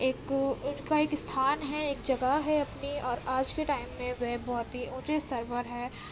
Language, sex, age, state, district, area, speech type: Urdu, female, 18-30, Uttar Pradesh, Gautam Buddha Nagar, urban, spontaneous